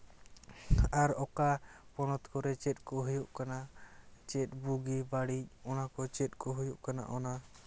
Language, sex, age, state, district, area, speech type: Santali, male, 18-30, West Bengal, Jhargram, rural, spontaneous